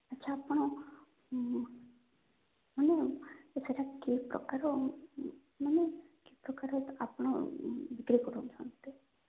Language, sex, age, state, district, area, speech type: Odia, female, 18-30, Odisha, Koraput, urban, conversation